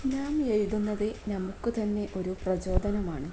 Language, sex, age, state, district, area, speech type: Malayalam, female, 18-30, Kerala, Kozhikode, rural, spontaneous